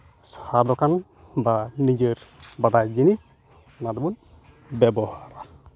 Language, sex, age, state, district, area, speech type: Santali, male, 45-60, West Bengal, Uttar Dinajpur, rural, spontaneous